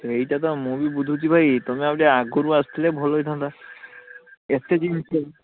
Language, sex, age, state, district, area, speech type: Odia, male, 30-45, Odisha, Balasore, rural, conversation